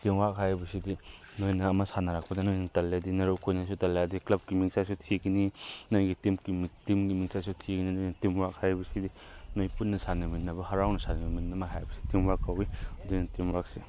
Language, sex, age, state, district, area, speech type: Manipuri, male, 18-30, Manipur, Chandel, rural, spontaneous